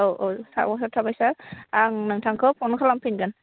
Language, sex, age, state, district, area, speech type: Bodo, female, 18-30, Assam, Udalguri, urban, conversation